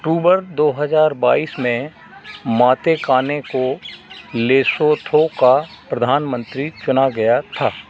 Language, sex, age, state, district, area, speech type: Hindi, male, 60+, Madhya Pradesh, Narsinghpur, rural, read